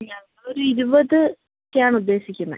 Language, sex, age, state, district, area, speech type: Malayalam, female, 18-30, Kerala, Wayanad, rural, conversation